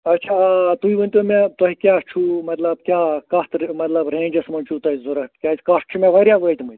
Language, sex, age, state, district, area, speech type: Kashmiri, male, 45-60, Jammu and Kashmir, Ganderbal, urban, conversation